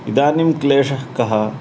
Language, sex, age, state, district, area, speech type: Sanskrit, male, 30-45, Karnataka, Uttara Kannada, urban, spontaneous